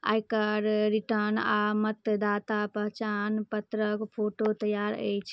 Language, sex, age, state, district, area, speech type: Maithili, female, 18-30, Bihar, Madhubani, rural, read